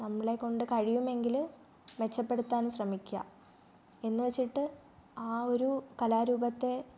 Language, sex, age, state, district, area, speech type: Malayalam, female, 18-30, Kerala, Thiruvananthapuram, rural, spontaneous